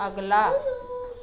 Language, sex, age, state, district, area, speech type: Punjabi, female, 30-45, Punjab, Pathankot, rural, read